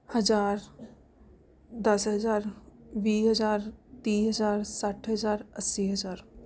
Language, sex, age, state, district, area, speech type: Punjabi, female, 30-45, Punjab, Rupnagar, urban, spontaneous